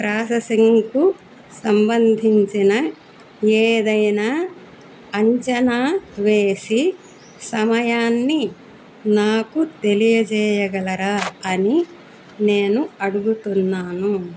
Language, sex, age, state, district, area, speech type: Telugu, female, 60+, Andhra Pradesh, Annamaya, urban, spontaneous